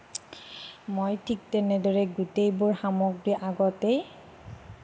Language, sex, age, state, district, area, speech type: Assamese, female, 30-45, Assam, Nagaon, urban, spontaneous